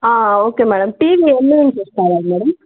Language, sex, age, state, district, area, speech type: Telugu, female, 18-30, Andhra Pradesh, Annamaya, urban, conversation